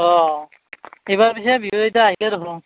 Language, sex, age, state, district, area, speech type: Assamese, male, 18-30, Assam, Darrang, rural, conversation